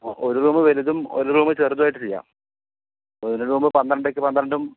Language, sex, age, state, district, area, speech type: Malayalam, male, 60+, Kerala, Palakkad, urban, conversation